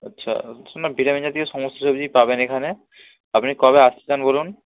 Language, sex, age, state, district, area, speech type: Bengali, male, 18-30, West Bengal, Nadia, rural, conversation